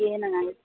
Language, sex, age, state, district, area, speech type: Manipuri, female, 18-30, Manipur, Kakching, rural, conversation